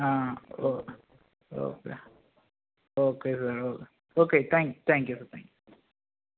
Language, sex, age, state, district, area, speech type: Tamil, male, 18-30, Tamil Nadu, Tirunelveli, rural, conversation